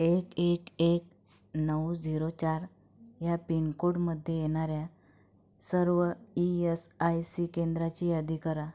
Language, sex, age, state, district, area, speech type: Marathi, female, 45-60, Maharashtra, Akola, urban, read